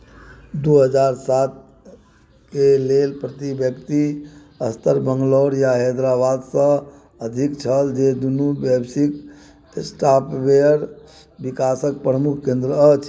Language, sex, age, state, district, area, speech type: Maithili, male, 45-60, Bihar, Muzaffarpur, rural, read